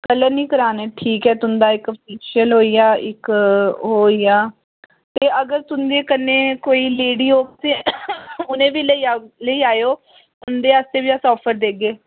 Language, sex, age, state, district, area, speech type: Dogri, female, 30-45, Jammu and Kashmir, Jammu, urban, conversation